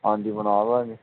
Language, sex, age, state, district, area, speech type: Punjabi, male, 18-30, Punjab, Fazilka, rural, conversation